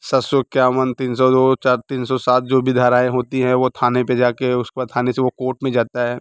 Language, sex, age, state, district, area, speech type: Hindi, male, 45-60, Uttar Pradesh, Bhadohi, urban, spontaneous